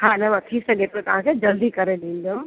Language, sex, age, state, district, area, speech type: Sindhi, female, 30-45, Gujarat, Junagadh, urban, conversation